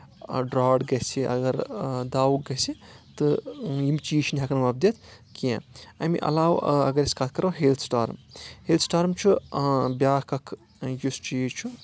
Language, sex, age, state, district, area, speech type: Kashmiri, male, 18-30, Jammu and Kashmir, Anantnag, rural, spontaneous